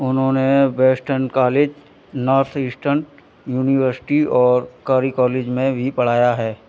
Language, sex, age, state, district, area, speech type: Hindi, male, 45-60, Uttar Pradesh, Hardoi, rural, read